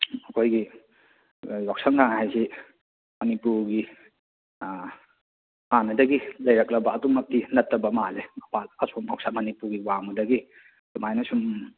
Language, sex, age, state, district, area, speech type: Manipuri, male, 30-45, Manipur, Kakching, rural, conversation